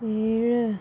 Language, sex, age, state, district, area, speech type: Malayalam, female, 30-45, Kerala, Palakkad, rural, read